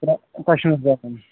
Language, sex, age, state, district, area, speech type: Kashmiri, male, 45-60, Jammu and Kashmir, Srinagar, urban, conversation